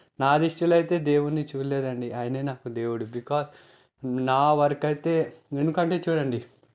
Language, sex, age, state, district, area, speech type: Telugu, male, 30-45, Telangana, Peddapalli, rural, spontaneous